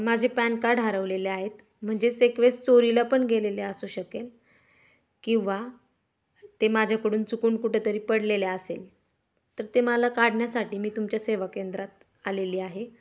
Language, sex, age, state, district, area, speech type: Marathi, female, 18-30, Maharashtra, Satara, urban, spontaneous